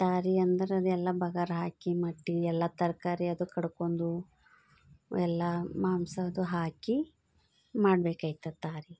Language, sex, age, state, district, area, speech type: Kannada, female, 30-45, Karnataka, Bidar, urban, spontaneous